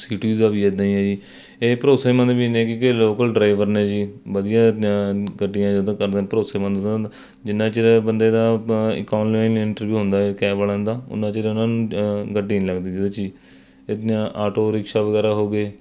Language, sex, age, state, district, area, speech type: Punjabi, male, 30-45, Punjab, Mohali, rural, spontaneous